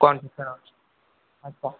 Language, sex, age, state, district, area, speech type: Marathi, male, 18-30, Maharashtra, Satara, urban, conversation